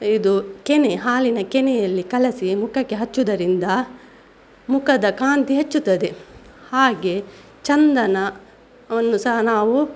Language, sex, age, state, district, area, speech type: Kannada, female, 45-60, Karnataka, Udupi, rural, spontaneous